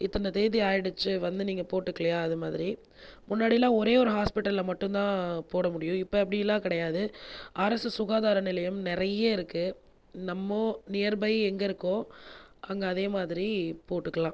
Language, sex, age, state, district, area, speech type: Tamil, female, 30-45, Tamil Nadu, Viluppuram, urban, spontaneous